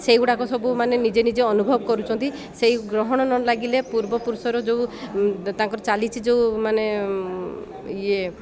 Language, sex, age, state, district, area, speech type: Odia, female, 30-45, Odisha, Koraput, urban, spontaneous